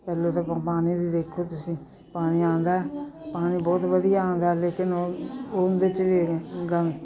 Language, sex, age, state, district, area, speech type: Punjabi, female, 60+, Punjab, Jalandhar, urban, spontaneous